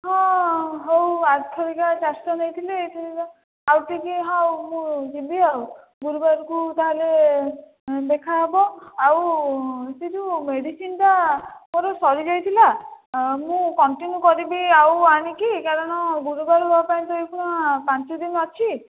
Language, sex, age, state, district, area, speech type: Odia, female, 18-30, Odisha, Jajpur, rural, conversation